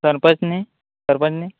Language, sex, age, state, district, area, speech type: Goan Konkani, male, 18-30, Goa, Quepem, rural, conversation